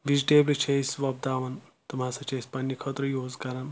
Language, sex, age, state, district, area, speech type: Kashmiri, male, 30-45, Jammu and Kashmir, Anantnag, rural, spontaneous